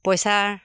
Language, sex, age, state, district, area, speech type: Assamese, female, 45-60, Assam, Dibrugarh, rural, spontaneous